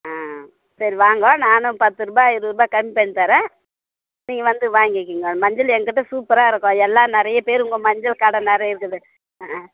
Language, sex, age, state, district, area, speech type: Tamil, female, 45-60, Tamil Nadu, Tiruvannamalai, urban, conversation